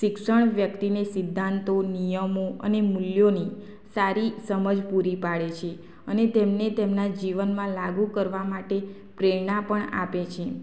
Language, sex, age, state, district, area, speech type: Gujarati, female, 30-45, Gujarat, Anand, rural, spontaneous